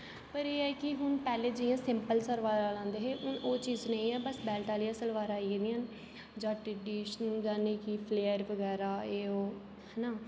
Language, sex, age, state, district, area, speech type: Dogri, female, 18-30, Jammu and Kashmir, Jammu, urban, spontaneous